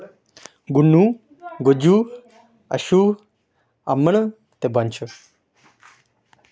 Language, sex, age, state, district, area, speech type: Dogri, male, 30-45, Jammu and Kashmir, Samba, rural, spontaneous